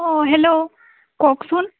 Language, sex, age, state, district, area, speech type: Assamese, female, 18-30, Assam, Tinsukia, urban, conversation